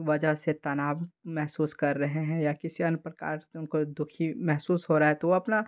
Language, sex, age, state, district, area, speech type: Hindi, male, 18-30, Bihar, Darbhanga, rural, spontaneous